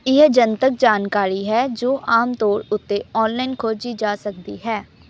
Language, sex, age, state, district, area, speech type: Punjabi, female, 18-30, Punjab, Amritsar, urban, read